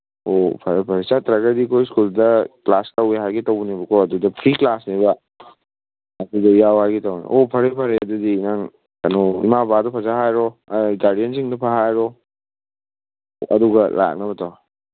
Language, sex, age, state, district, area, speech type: Manipuri, male, 18-30, Manipur, Kangpokpi, urban, conversation